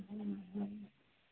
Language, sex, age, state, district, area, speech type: Odia, female, 30-45, Odisha, Sundergarh, urban, conversation